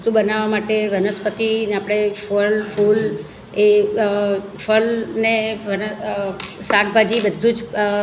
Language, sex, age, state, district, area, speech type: Gujarati, female, 45-60, Gujarat, Surat, rural, spontaneous